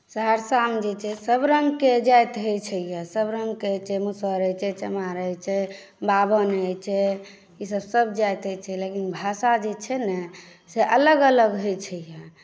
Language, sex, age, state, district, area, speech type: Maithili, male, 60+, Bihar, Saharsa, rural, spontaneous